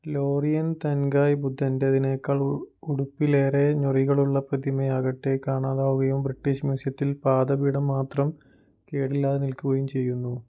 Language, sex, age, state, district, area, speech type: Malayalam, male, 18-30, Kerala, Wayanad, rural, read